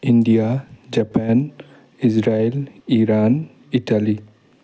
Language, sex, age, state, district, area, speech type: Bodo, male, 30-45, Assam, Udalguri, urban, spontaneous